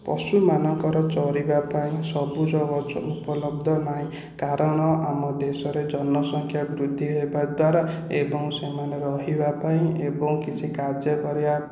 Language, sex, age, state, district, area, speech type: Odia, male, 30-45, Odisha, Khordha, rural, spontaneous